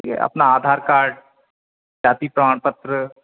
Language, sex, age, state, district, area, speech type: Hindi, male, 30-45, Madhya Pradesh, Gwalior, urban, conversation